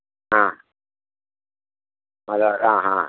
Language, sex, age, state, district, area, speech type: Malayalam, male, 60+, Kerala, Pathanamthitta, rural, conversation